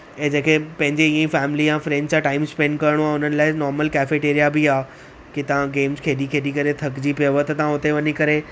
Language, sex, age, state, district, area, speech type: Sindhi, female, 45-60, Maharashtra, Thane, urban, spontaneous